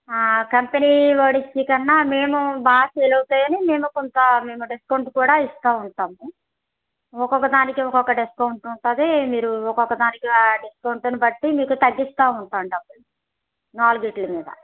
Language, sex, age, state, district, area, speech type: Telugu, female, 60+, Andhra Pradesh, East Godavari, rural, conversation